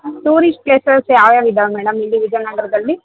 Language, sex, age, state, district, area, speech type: Kannada, female, 18-30, Karnataka, Vijayanagara, rural, conversation